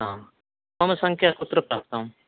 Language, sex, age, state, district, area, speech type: Sanskrit, male, 30-45, Karnataka, Uttara Kannada, rural, conversation